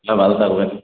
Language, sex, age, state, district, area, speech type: Bengali, male, 18-30, West Bengal, Purulia, rural, conversation